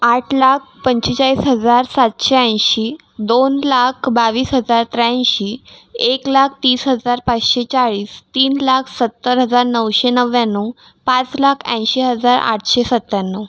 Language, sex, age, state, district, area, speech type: Marathi, female, 18-30, Maharashtra, Washim, rural, spontaneous